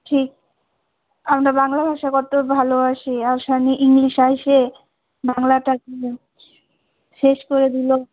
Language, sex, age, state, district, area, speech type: Bengali, female, 45-60, West Bengal, Alipurduar, rural, conversation